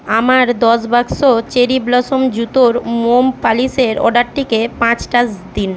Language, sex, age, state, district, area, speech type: Bengali, female, 60+, West Bengal, Jhargram, rural, read